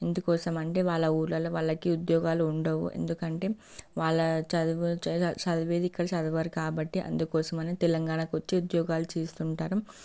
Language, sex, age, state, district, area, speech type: Telugu, female, 18-30, Telangana, Nalgonda, urban, spontaneous